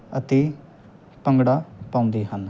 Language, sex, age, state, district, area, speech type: Punjabi, male, 18-30, Punjab, Muktsar, rural, spontaneous